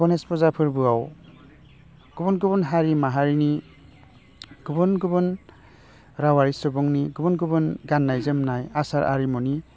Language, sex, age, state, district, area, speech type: Bodo, male, 30-45, Assam, Baksa, urban, spontaneous